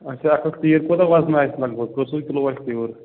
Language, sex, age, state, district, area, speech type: Kashmiri, male, 30-45, Jammu and Kashmir, Pulwama, rural, conversation